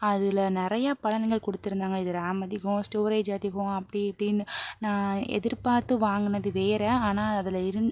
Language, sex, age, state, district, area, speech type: Tamil, female, 18-30, Tamil Nadu, Pudukkottai, rural, spontaneous